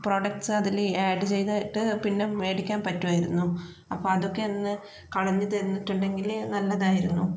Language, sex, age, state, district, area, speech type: Malayalam, female, 30-45, Kerala, Kannur, urban, spontaneous